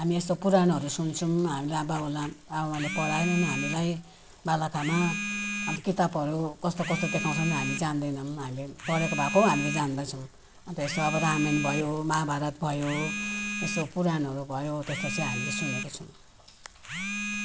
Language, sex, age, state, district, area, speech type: Nepali, female, 60+, West Bengal, Jalpaiguri, rural, spontaneous